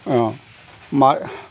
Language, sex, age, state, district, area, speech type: Assamese, male, 60+, Assam, Golaghat, rural, spontaneous